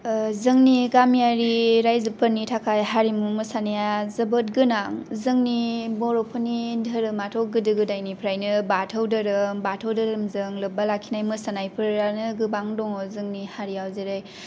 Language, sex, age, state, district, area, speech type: Bodo, female, 18-30, Assam, Kokrajhar, rural, spontaneous